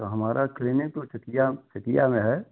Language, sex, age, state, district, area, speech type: Hindi, male, 60+, Uttar Pradesh, Chandauli, rural, conversation